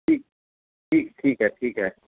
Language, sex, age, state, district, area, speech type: Sindhi, male, 45-60, Uttar Pradesh, Lucknow, rural, conversation